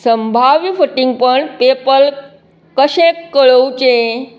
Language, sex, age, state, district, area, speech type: Goan Konkani, female, 60+, Goa, Canacona, rural, read